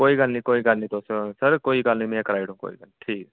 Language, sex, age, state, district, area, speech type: Dogri, male, 18-30, Jammu and Kashmir, Reasi, rural, conversation